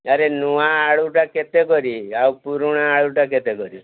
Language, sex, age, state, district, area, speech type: Odia, male, 60+, Odisha, Mayurbhanj, rural, conversation